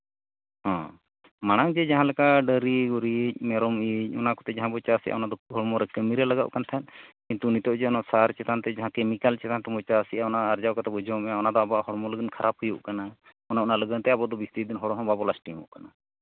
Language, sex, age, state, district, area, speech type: Santali, male, 45-60, Odisha, Mayurbhanj, rural, conversation